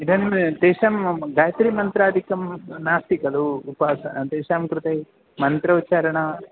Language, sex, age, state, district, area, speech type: Sanskrit, male, 30-45, Kerala, Ernakulam, rural, conversation